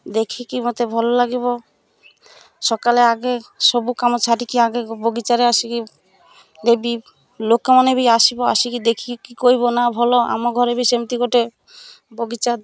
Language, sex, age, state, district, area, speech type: Odia, female, 45-60, Odisha, Malkangiri, urban, spontaneous